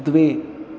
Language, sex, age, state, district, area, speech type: Sanskrit, male, 18-30, Maharashtra, Chandrapur, urban, read